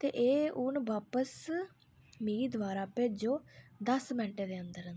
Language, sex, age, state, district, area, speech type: Dogri, female, 18-30, Jammu and Kashmir, Udhampur, rural, spontaneous